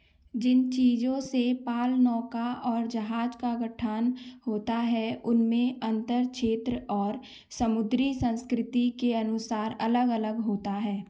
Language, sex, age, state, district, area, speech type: Hindi, female, 18-30, Madhya Pradesh, Gwalior, urban, read